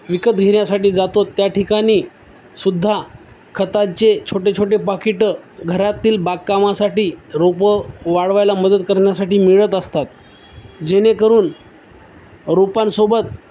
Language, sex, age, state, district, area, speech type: Marathi, male, 30-45, Maharashtra, Nanded, urban, spontaneous